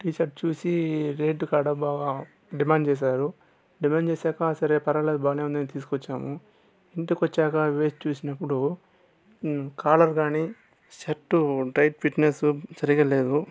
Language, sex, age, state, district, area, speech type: Telugu, male, 18-30, Andhra Pradesh, Sri Balaji, rural, spontaneous